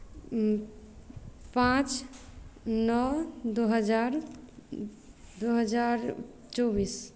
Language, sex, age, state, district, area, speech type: Maithili, female, 18-30, Bihar, Madhubani, rural, spontaneous